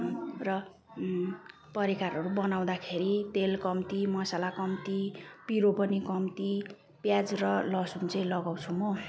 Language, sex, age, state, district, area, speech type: Nepali, female, 45-60, West Bengal, Jalpaiguri, urban, spontaneous